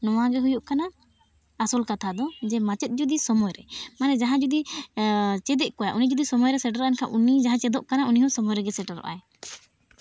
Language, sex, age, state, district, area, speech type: Santali, female, 18-30, Jharkhand, East Singhbhum, rural, spontaneous